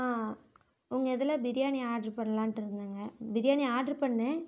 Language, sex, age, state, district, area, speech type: Tamil, female, 18-30, Tamil Nadu, Namakkal, rural, spontaneous